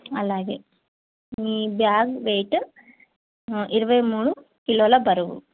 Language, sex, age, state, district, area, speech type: Telugu, female, 30-45, Telangana, Bhadradri Kothagudem, urban, conversation